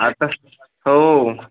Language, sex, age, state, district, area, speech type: Marathi, male, 18-30, Maharashtra, Hingoli, urban, conversation